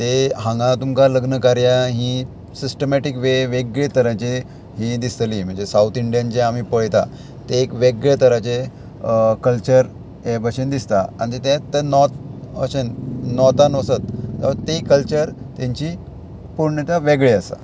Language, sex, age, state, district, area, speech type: Goan Konkani, male, 30-45, Goa, Murmgao, rural, spontaneous